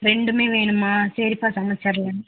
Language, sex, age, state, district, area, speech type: Tamil, female, 18-30, Tamil Nadu, Erode, rural, conversation